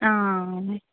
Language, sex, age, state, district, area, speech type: Telugu, female, 30-45, Andhra Pradesh, Guntur, urban, conversation